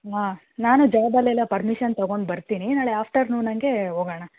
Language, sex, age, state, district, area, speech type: Kannada, female, 30-45, Karnataka, Bangalore Rural, rural, conversation